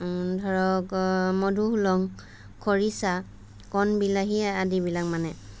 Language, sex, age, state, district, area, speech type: Assamese, female, 30-45, Assam, Lakhimpur, rural, spontaneous